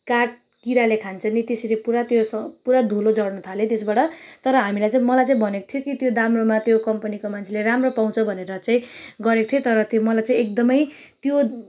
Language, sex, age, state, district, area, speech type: Nepali, female, 30-45, West Bengal, Darjeeling, urban, spontaneous